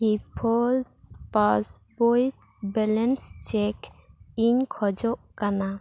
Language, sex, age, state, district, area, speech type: Santali, female, 18-30, West Bengal, Purba Bardhaman, rural, read